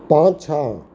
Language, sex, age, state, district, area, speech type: Maithili, male, 60+, Bihar, Purnia, urban, read